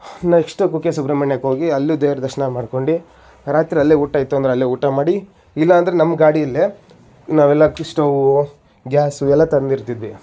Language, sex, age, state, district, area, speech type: Kannada, male, 18-30, Karnataka, Shimoga, rural, spontaneous